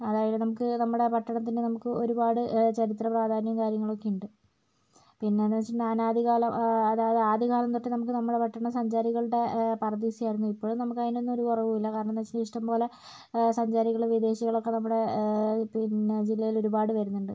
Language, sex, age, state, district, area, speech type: Malayalam, male, 45-60, Kerala, Kozhikode, urban, spontaneous